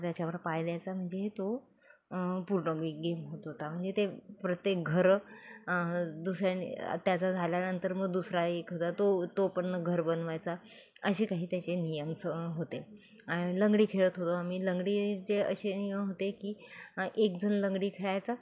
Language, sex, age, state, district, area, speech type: Marathi, female, 45-60, Maharashtra, Nagpur, urban, spontaneous